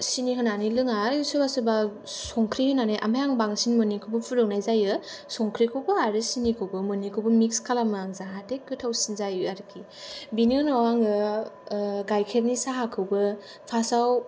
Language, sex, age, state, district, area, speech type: Bodo, female, 18-30, Assam, Kokrajhar, rural, spontaneous